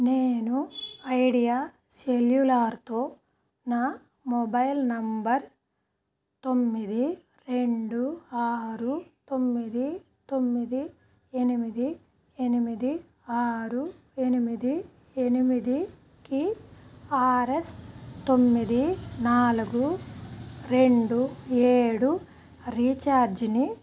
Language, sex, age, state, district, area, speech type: Telugu, female, 30-45, Andhra Pradesh, Krishna, rural, read